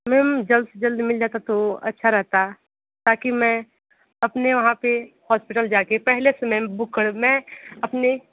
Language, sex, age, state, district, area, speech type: Hindi, female, 18-30, Uttar Pradesh, Sonbhadra, rural, conversation